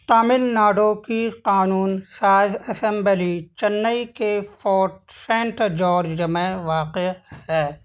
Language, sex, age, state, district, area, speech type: Urdu, male, 18-30, Bihar, Purnia, rural, read